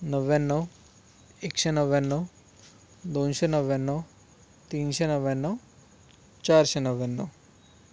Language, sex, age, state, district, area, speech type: Marathi, male, 30-45, Maharashtra, Thane, urban, spontaneous